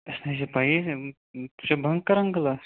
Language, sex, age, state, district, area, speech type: Kashmiri, male, 18-30, Jammu and Kashmir, Shopian, rural, conversation